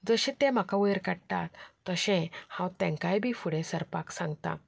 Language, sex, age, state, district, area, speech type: Goan Konkani, female, 30-45, Goa, Canacona, rural, spontaneous